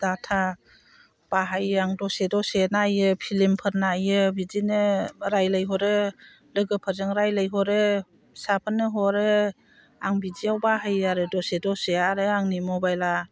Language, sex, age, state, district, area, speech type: Bodo, female, 60+, Assam, Chirang, rural, spontaneous